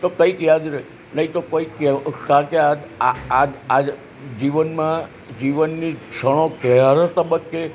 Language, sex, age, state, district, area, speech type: Gujarati, male, 60+, Gujarat, Narmada, urban, spontaneous